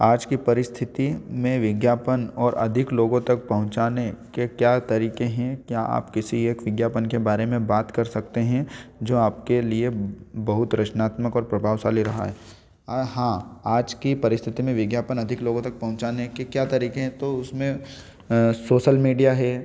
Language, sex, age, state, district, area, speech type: Hindi, male, 18-30, Madhya Pradesh, Ujjain, rural, spontaneous